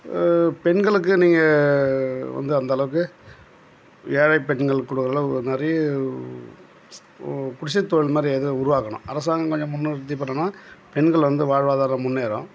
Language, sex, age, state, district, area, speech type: Tamil, male, 60+, Tamil Nadu, Tiruvannamalai, rural, spontaneous